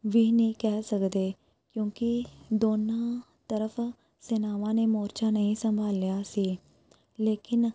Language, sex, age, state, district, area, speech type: Punjabi, female, 30-45, Punjab, Shaheed Bhagat Singh Nagar, rural, spontaneous